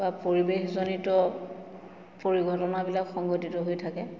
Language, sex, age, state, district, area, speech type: Assamese, female, 45-60, Assam, Majuli, urban, spontaneous